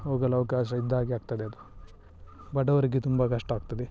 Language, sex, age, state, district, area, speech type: Kannada, male, 30-45, Karnataka, Dakshina Kannada, rural, spontaneous